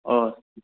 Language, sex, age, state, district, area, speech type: Manipuri, male, 18-30, Manipur, Kangpokpi, urban, conversation